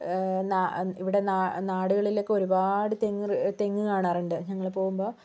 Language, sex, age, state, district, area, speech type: Malayalam, female, 60+, Kerala, Wayanad, rural, spontaneous